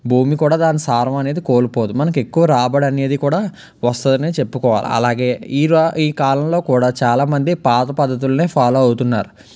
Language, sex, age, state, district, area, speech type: Telugu, male, 18-30, Andhra Pradesh, Palnadu, urban, spontaneous